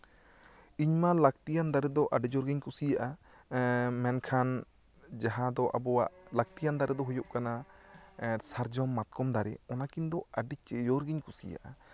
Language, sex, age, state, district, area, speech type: Santali, male, 30-45, West Bengal, Bankura, rural, spontaneous